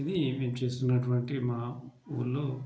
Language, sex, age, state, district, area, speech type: Telugu, male, 30-45, Telangana, Mancherial, rural, spontaneous